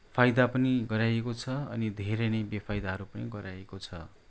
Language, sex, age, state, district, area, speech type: Nepali, male, 45-60, West Bengal, Kalimpong, rural, spontaneous